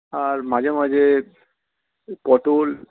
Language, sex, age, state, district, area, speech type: Bengali, male, 30-45, West Bengal, Purulia, urban, conversation